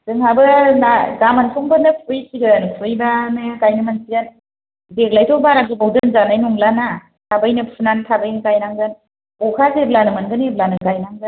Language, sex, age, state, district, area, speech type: Bodo, female, 30-45, Assam, Kokrajhar, rural, conversation